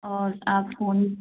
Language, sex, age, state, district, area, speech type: Hindi, female, 18-30, Madhya Pradesh, Gwalior, rural, conversation